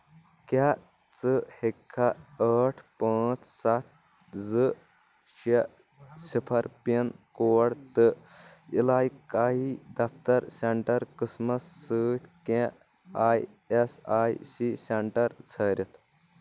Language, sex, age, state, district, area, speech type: Kashmiri, male, 18-30, Jammu and Kashmir, Kulgam, rural, read